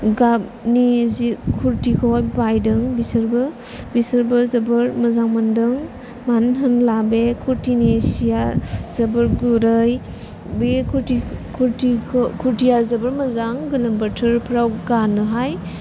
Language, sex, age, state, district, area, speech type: Bodo, female, 18-30, Assam, Chirang, rural, spontaneous